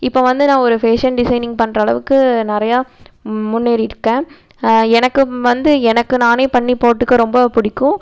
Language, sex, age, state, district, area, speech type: Tamil, female, 18-30, Tamil Nadu, Erode, urban, spontaneous